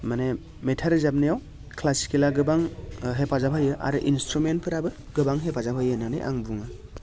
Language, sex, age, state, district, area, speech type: Bodo, male, 30-45, Assam, Baksa, urban, spontaneous